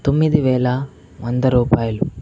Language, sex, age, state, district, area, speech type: Telugu, male, 45-60, Andhra Pradesh, Chittoor, urban, spontaneous